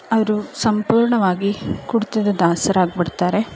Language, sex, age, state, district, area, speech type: Kannada, female, 30-45, Karnataka, Chamarajanagar, rural, spontaneous